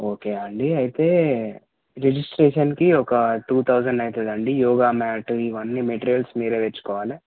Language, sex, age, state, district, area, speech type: Telugu, male, 18-30, Telangana, Hanamkonda, urban, conversation